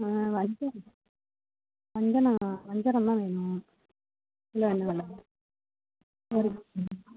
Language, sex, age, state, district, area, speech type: Tamil, female, 45-60, Tamil Nadu, Nagapattinam, rural, conversation